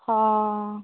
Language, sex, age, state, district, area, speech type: Odia, female, 18-30, Odisha, Ganjam, urban, conversation